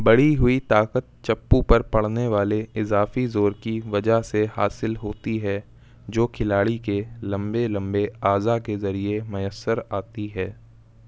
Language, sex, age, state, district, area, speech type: Urdu, male, 18-30, Uttar Pradesh, Shahjahanpur, rural, read